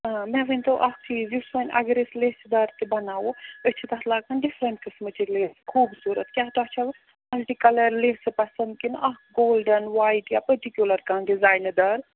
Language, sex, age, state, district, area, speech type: Kashmiri, female, 60+, Jammu and Kashmir, Srinagar, urban, conversation